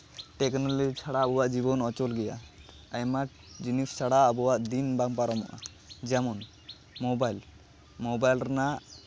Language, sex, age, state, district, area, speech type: Santali, male, 18-30, West Bengal, Malda, rural, spontaneous